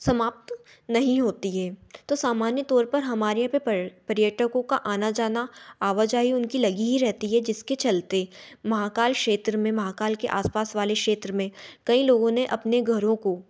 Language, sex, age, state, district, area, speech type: Hindi, female, 18-30, Madhya Pradesh, Ujjain, urban, spontaneous